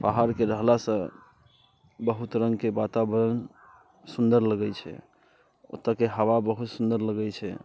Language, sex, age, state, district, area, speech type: Maithili, male, 30-45, Bihar, Muzaffarpur, urban, spontaneous